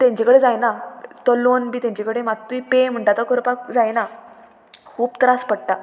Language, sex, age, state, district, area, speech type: Goan Konkani, female, 18-30, Goa, Murmgao, urban, spontaneous